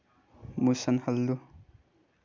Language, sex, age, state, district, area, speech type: Manipuri, male, 18-30, Manipur, Chandel, rural, read